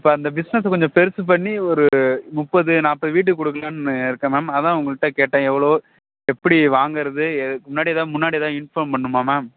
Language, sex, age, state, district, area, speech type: Tamil, male, 18-30, Tamil Nadu, Perambalur, rural, conversation